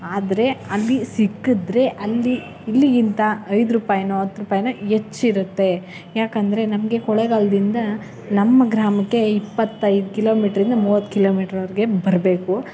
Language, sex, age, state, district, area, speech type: Kannada, female, 18-30, Karnataka, Chamarajanagar, rural, spontaneous